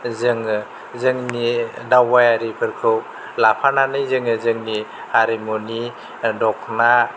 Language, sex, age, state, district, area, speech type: Bodo, male, 30-45, Assam, Kokrajhar, rural, spontaneous